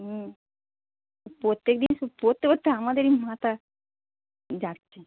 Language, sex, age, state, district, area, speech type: Bengali, female, 30-45, West Bengal, North 24 Parganas, urban, conversation